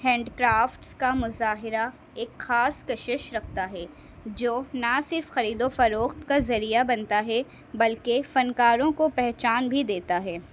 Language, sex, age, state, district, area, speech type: Urdu, female, 18-30, Delhi, North East Delhi, urban, spontaneous